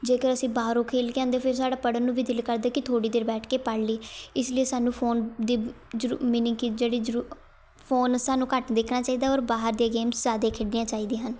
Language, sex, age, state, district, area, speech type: Punjabi, female, 18-30, Punjab, Shaheed Bhagat Singh Nagar, urban, spontaneous